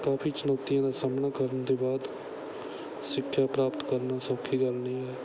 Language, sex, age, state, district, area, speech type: Punjabi, male, 18-30, Punjab, Bathinda, rural, spontaneous